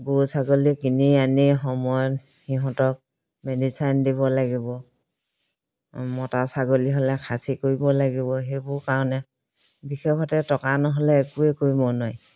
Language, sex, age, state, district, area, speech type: Assamese, female, 60+, Assam, Dhemaji, rural, spontaneous